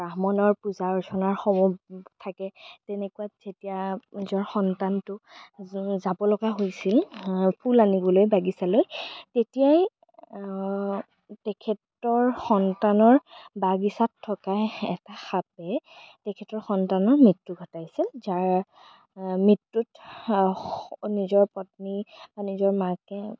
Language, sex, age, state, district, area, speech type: Assamese, female, 18-30, Assam, Darrang, rural, spontaneous